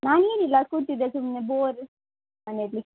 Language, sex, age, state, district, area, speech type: Kannada, female, 30-45, Karnataka, Udupi, rural, conversation